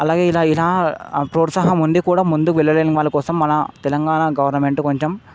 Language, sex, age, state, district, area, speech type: Telugu, male, 18-30, Telangana, Hyderabad, urban, spontaneous